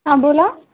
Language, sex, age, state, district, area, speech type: Marathi, female, 18-30, Maharashtra, Hingoli, urban, conversation